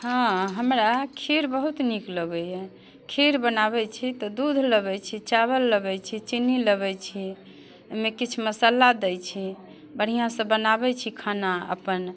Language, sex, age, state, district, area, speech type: Maithili, female, 45-60, Bihar, Muzaffarpur, urban, spontaneous